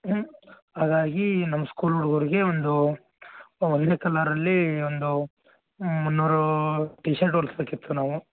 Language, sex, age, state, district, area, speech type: Kannada, male, 18-30, Karnataka, Koppal, rural, conversation